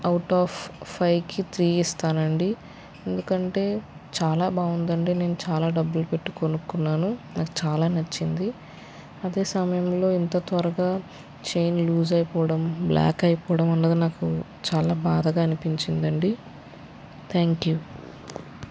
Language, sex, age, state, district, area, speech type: Telugu, female, 45-60, Andhra Pradesh, West Godavari, rural, spontaneous